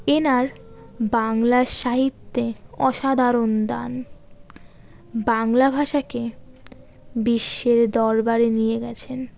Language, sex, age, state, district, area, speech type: Bengali, female, 18-30, West Bengal, Birbhum, urban, spontaneous